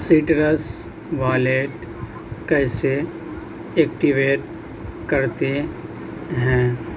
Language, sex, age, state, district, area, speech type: Urdu, male, 18-30, Bihar, Purnia, rural, read